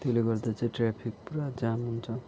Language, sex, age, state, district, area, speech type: Nepali, male, 45-60, West Bengal, Kalimpong, rural, spontaneous